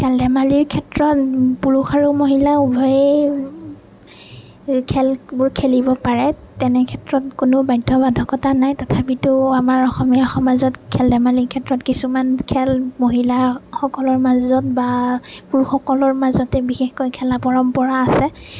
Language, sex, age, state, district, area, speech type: Assamese, female, 30-45, Assam, Nagaon, rural, spontaneous